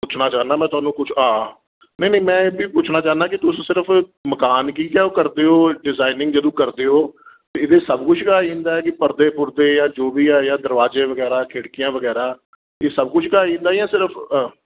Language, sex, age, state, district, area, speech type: Dogri, male, 30-45, Jammu and Kashmir, Reasi, urban, conversation